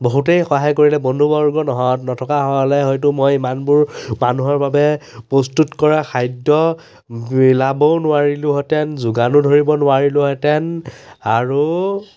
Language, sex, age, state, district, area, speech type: Assamese, male, 30-45, Assam, Biswanath, rural, spontaneous